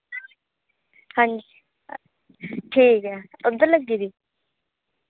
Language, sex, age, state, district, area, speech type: Dogri, female, 18-30, Jammu and Kashmir, Samba, rural, conversation